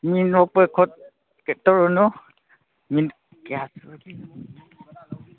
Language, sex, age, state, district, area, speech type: Manipuri, male, 45-60, Manipur, Kangpokpi, urban, conversation